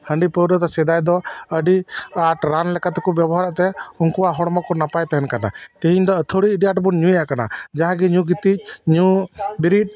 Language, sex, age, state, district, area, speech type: Santali, male, 45-60, West Bengal, Dakshin Dinajpur, rural, spontaneous